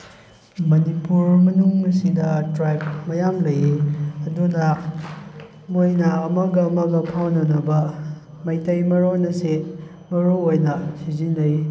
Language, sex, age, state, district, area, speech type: Manipuri, male, 18-30, Manipur, Chandel, rural, spontaneous